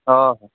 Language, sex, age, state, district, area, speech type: Santali, male, 45-60, Odisha, Mayurbhanj, rural, conversation